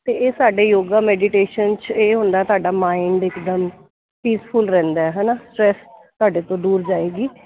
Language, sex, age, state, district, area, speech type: Punjabi, female, 30-45, Punjab, Kapurthala, urban, conversation